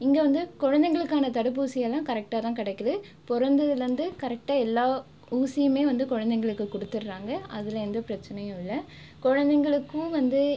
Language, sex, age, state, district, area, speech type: Tamil, female, 18-30, Tamil Nadu, Cuddalore, urban, spontaneous